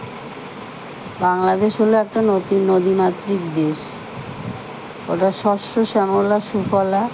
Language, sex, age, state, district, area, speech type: Bengali, female, 60+, West Bengal, Kolkata, urban, spontaneous